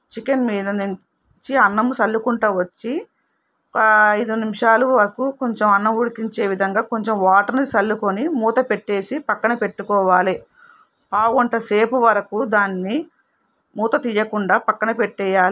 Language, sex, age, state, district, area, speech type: Telugu, female, 45-60, Telangana, Hyderabad, urban, spontaneous